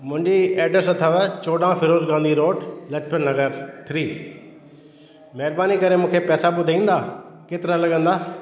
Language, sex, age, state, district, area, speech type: Sindhi, male, 60+, Delhi, South Delhi, urban, spontaneous